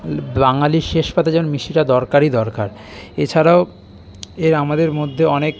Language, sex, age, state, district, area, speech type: Bengali, male, 30-45, West Bengal, Kolkata, urban, spontaneous